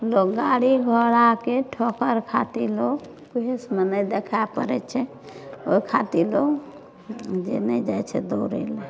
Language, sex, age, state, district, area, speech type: Maithili, female, 60+, Bihar, Madhepura, rural, spontaneous